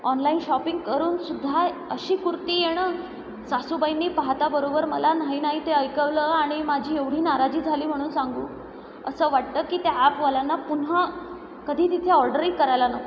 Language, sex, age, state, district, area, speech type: Marathi, female, 30-45, Maharashtra, Buldhana, urban, spontaneous